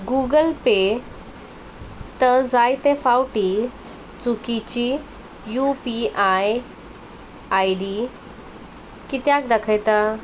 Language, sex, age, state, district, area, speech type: Goan Konkani, female, 18-30, Goa, Salcete, rural, read